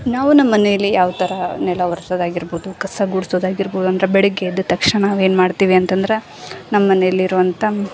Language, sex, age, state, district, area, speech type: Kannada, female, 18-30, Karnataka, Gadag, rural, spontaneous